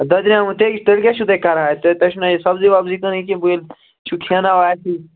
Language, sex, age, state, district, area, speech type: Kashmiri, male, 30-45, Jammu and Kashmir, Baramulla, rural, conversation